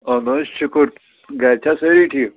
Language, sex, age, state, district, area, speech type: Kashmiri, male, 30-45, Jammu and Kashmir, Srinagar, urban, conversation